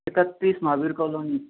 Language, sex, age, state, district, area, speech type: Hindi, male, 45-60, Rajasthan, Karauli, rural, conversation